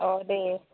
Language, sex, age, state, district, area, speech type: Bodo, female, 18-30, Assam, Baksa, rural, conversation